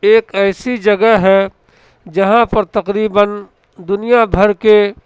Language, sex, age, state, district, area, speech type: Urdu, male, 18-30, Delhi, Central Delhi, urban, spontaneous